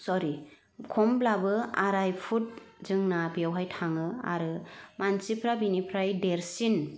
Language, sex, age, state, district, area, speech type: Bodo, female, 30-45, Assam, Kokrajhar, urban, spontaneous